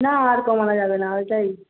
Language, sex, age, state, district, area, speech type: Bengali, female, 30-45, West Bengal, Paschim Medinipur, rural, conversation